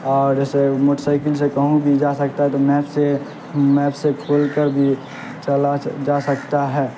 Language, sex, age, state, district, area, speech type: Urdu, male, 18-30, Bihar, Saharsa, rural, spontaneous